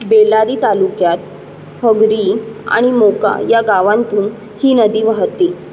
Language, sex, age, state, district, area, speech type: Marathi, female, 30-45, Maharashtra, Mumbai Suburban, urban, read